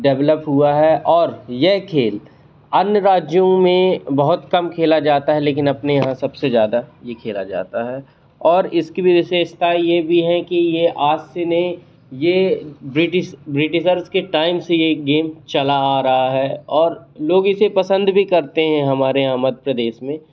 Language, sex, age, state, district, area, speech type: Hindi, male, 18-30, Madhya Pradesh, Jabalpur, urban, spontaneous